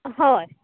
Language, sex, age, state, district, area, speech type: Goan Konkani, female, 18-30, Goa, Tiswadi, rural, conversation